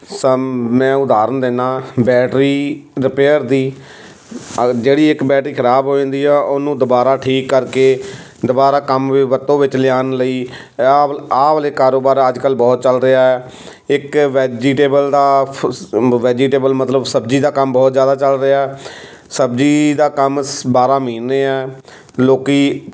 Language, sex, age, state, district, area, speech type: Punjabi, male, 30-45, Punjab, Amritsar, urban, spontaneous